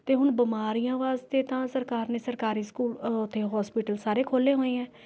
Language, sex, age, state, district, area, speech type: Punjabi, female, 30-45, Punjab, Rupnagar, urban, spontaneous